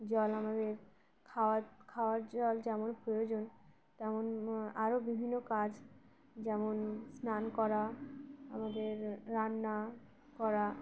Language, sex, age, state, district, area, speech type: Bengali, female, 18-30, West Bengal, Uttar Dinajpur, urban, spontaneous